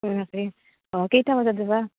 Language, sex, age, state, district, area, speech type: Assamese, female, 30-45, Assam, Udalguri, rural, conversation